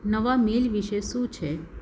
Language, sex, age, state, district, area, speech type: Gujarati, female, 30-45, Gujarat, Surat, urban, read